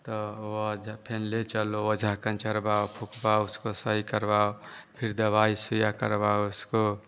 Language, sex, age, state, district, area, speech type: Hindi, male, 30-45, Bihar, Vaishali, urban, spontaneous